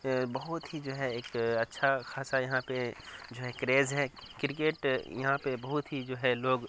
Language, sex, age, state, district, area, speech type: Urdu, male, 18-30, Bihar, Darbhanga, rural, spontaneous